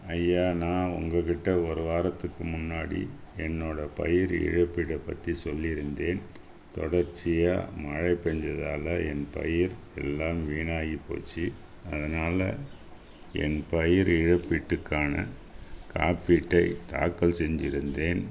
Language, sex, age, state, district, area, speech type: Tamil, male, 60+, Tamil Nadu, Viluppuram, rural, spontaneous